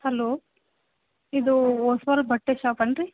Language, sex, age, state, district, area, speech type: Kannada, female, 30-45, Karnataka, Gadag, rural, conversation